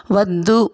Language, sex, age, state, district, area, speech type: Telugu, female, 45-60, Andhra Pradesh, Sri Balaji, rural, read